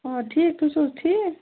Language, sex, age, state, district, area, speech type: Kashmiri, female, 18-30, Jammu and Kashmir, Bandipora, rural, conversation